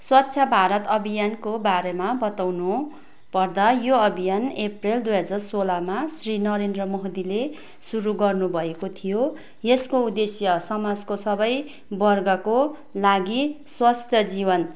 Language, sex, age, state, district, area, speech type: Nepali, female, 30-45, West Bengal, Darjeeling, rural, spontaneous